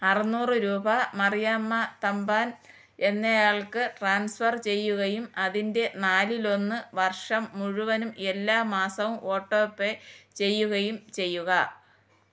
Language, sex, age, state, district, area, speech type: Malayalam, female, 60+, Kerala, Thiruvananthapuram, rural, read